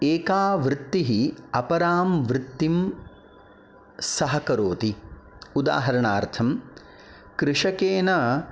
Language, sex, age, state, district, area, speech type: Sanskrit, male, 30-45, Karnataka, Bangalore Rural, urban, spontaneous